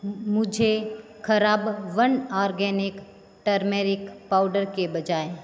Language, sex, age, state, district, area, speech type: Hindi, female, 30-45, Rajasthan, Jodhpur, urban, read